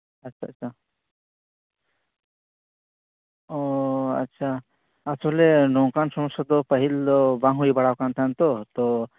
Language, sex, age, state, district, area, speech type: Santali, male, 18-30, West Bengal, Paschim Bardhaman, rural, conversation